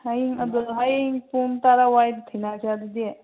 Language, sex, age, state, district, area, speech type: Manipuri, female, 30-45, Manipur, Senapati, rural, conversation